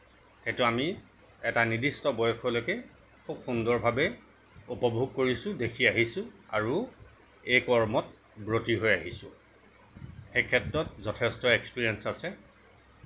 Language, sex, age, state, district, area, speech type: Assamese, male, 60+, Assam, Nagaon, rural, spontaneous